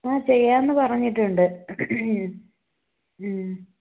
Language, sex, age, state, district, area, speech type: Malayalam, female, 30-45, Kerala, Thiruvananthapuram, rural, conversation